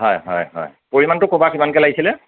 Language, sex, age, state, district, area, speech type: Assamese, male, 30-45, Assam, Lakhimpur, rural, conversation